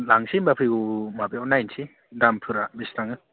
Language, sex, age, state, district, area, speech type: Bodo, male, 18-30, Assam, Baksa, rural, conversation